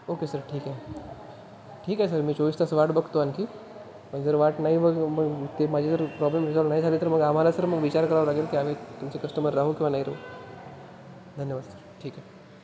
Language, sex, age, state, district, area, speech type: Marathi, male, 18-30, Maharashtra, Wardha, urban, spontaneous